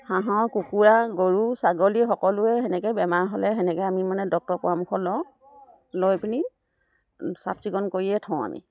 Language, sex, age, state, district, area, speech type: Assamese, female, 60+, Assam, Dibrugarh, rural, spontaneous